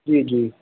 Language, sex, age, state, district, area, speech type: Sindhi, male, 45-60, Delhi, South Delhi, urban, conversation